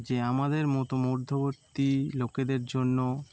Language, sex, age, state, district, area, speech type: Bengali, male, 18-30, West Bengal, Howrah, urban, spontaneous